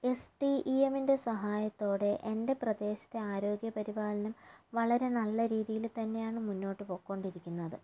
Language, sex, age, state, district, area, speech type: Malayalam, female, 30-45, Kerala, Kannur, rural, spontaneous